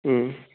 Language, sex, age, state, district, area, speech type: Bodo, male, 30-45, Assam, Baksa, rural, conversation